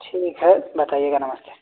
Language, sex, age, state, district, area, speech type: Hindi, male, 18-30, Uttar Pradesh, Azamgarh, rural, conversation